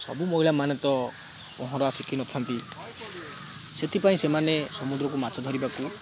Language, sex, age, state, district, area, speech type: Odia, male, 18-30, Odisha, Kendrapara, urban, spontaneous